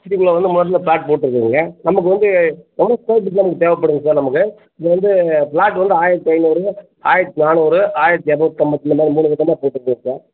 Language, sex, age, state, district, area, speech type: Tamil, male, 45-60, Tamil Nadu, Tiruppur, rural, conversation